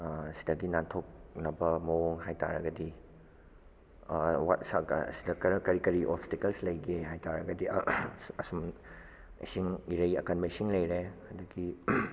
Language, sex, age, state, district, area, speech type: Manipuri, male, 18-30, Manipur, Bishnupur, rural, spontaneous